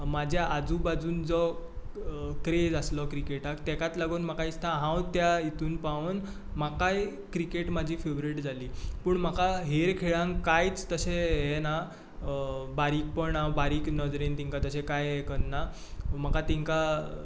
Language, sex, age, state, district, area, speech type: Goan Konkani, male, 18-30, Goa, Tiswadi, rural, spontaneous